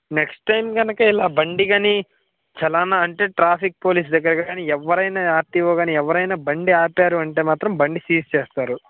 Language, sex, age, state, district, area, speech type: Telugu, male, 18-30, Andhra Pradesh, Srikakulam, urban, conversation